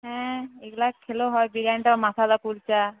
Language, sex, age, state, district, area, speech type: Bengali, female, 18-30, West Bengal, Purulia, urban, conversation